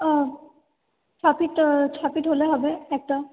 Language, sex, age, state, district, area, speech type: Bengali, female, 30-45, West Bengal, Paschim Bardhaman, urban, conversation